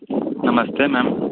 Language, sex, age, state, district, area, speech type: Maithili, male, 18-30, Bihar, Madhubani, rural, conversation